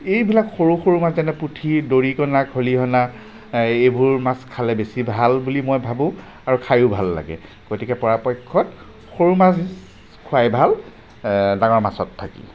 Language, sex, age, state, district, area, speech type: Assamese, male, 45-60, Assam, Jorhat, urban, spontaneous